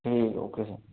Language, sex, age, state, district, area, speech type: Urdu, male, 18-30, Uttar Pradesh, Saharanpur, urban, conversation